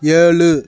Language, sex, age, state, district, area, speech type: Tamil, male, 18-30, Tamil Nadu, Kallakurichi, urban, read